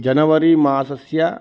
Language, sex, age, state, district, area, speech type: Sanskrit, male, 30-45, Karnataka, Dakshina Kannada, rural, spontaneous